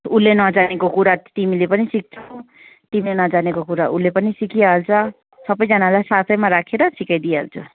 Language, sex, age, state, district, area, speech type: Nepali, female, 18-30, West Bengal, Kalimpong, rural, conversation